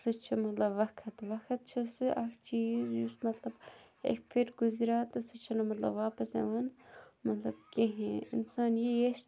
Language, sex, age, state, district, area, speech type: Kashmiri, female, 18-30, Jammu and Kashmir, Kupwara, rural, spontaneous